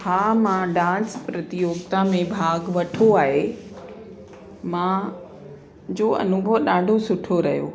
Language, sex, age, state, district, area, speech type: Sindhi, female, 45-60, Uttar Pradesh, Lucknow, urban, spontaneous